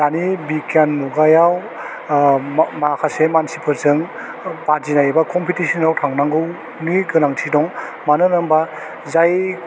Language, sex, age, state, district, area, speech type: Bodo, male, 45-60, Assam, Chirang, rural, spontaneous